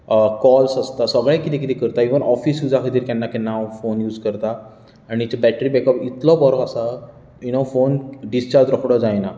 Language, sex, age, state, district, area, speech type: Goan Konkani, male, 30-45, Goa, Bardez, urban, spontaneous